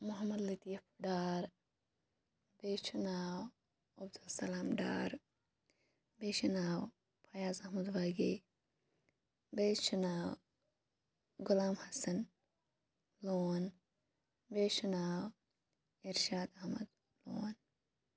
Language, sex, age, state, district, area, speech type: Kashmiri, female, 18-30, Jammu and Kashmir, Shopian, rural, spontaneous